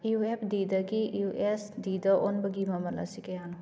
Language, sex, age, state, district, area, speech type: Manipuri, female, 30-45, Manipur, Kakching, rural, read